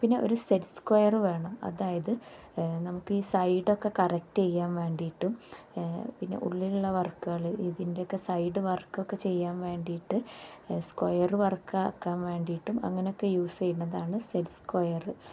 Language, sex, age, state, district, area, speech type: Malayalam, female, 30-45, Kerala, Kozhikode, rural, spontaneous